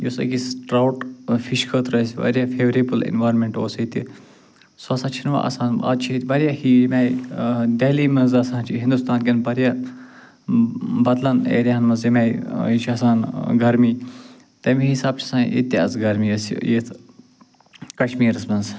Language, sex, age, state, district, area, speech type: Kashmiri, male, 45-60, Jammu and Kashmir, Ganderbal, rural, spontaneous